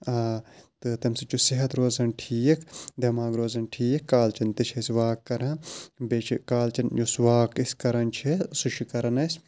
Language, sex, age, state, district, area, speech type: Kashmiri, male, 30-45, Jammu and Kashmir, Shopian, rural, spontaneous